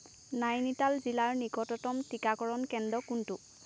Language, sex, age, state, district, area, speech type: Assamese, female, 18-30, Assam, Lakhimpur, rural, read